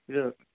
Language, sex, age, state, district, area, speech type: Kannada, male, 30-45, Karnataka, Davanagere, rural, conversation